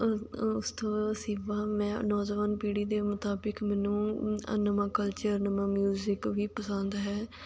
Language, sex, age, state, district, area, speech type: Punjabi, female, 18-30, Punjab, Fatehgarh Sahib, rural, spontaneous